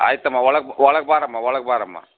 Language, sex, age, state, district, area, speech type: Kannada, male, 60+, Karnataka, Gadag, rural, conversation